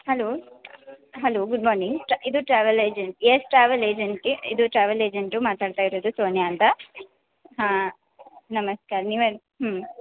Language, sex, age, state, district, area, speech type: Kannada, female, 18-30, Karnataka, Belgaum, rural, conversation